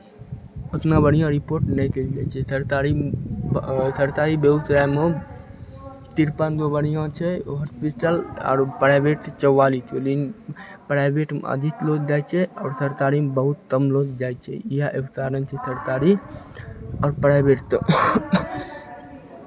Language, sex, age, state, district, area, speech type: Maithili, male, 18-30, Bihar, Begusarai, rural, spontaneous